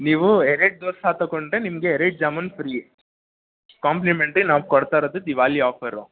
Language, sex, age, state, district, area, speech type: Kannada, male, 18-30, Karnataka, Mysore, urban, conversation